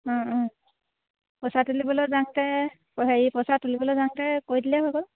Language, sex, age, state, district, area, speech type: Assamese, female, 30-45, Assam, Sivasagar, rural, conversation